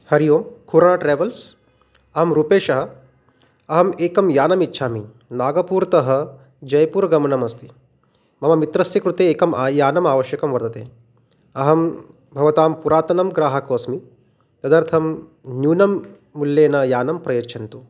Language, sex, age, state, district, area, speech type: Sanskrit, male, 30-45, Maharashtra, Nagpur, urban, spontaneous